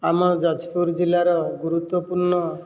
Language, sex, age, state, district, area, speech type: Odia, male, 45-60, Odisha, Jajpur, rural, spontaneous